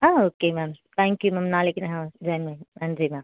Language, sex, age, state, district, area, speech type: Tamil, female, 18-30, Tamil Nadu, Madurai, urban, conversation